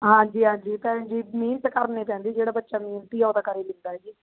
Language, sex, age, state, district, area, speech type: Punjabi, female, 45-60, Punjab, Mohali, urban, conversation